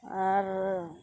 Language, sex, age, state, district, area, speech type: Santali, female, 45-60, West Bengal, Paschim Bardhaman, rural, spontaneous